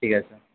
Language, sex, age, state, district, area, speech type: Bengali, male, 60+, West Bengal, Paschim Medinipur, rural, conversation